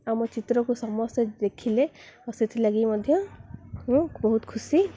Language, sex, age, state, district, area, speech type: Odia, female, 18-30, Odisha, Koraput, urban, spontaneous